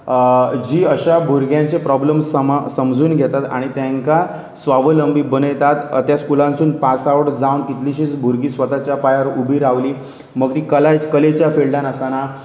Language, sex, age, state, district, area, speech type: Goan Konkani, male, 30-45, Goa, Pernem, rural, spontaneous